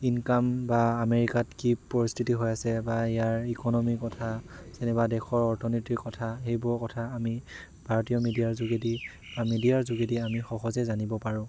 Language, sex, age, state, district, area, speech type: Assamese, male, 18-30, Assam, Dhemaji, rural, spontaneous